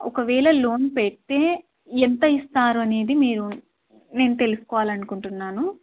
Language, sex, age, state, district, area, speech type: Telugu, female, 18-30, Andhra Pradesh, Krishna, urban, conversation